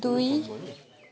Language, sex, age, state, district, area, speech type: Nepali, female, 30-45, West Bengal, Alipurduar, rural, read